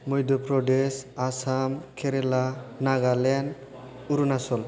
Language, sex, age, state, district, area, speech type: Bodo, male, 18-30, Assam, Chirang, rural, spontaneous